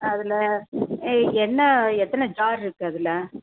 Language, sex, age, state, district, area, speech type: Tamil, female, 60+, Tamil Nadu, Erode, urban, conversation